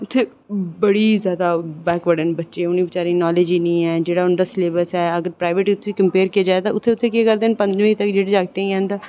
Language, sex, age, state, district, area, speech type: Dogri, female, 18-30, Jammu and Kashmir, Reasi, urban, spontaneous